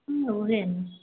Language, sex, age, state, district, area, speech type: Maithili, female, 30-45, Bihar, Sitamarhi, rural, conversation